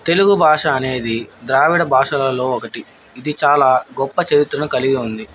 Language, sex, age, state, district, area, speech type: Telugu, male, 30-45, Andhra Pradesh, Nandyal, urban, spontaneous